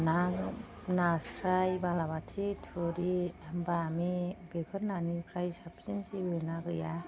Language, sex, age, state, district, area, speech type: Bodo, female, 45-60, Assam, Kokrajhar, urban, spontaneous